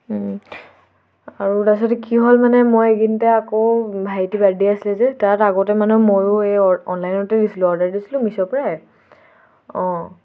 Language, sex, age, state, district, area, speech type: Assamese, female, 18-30, Assam, Tinsukia, urban, spontaneous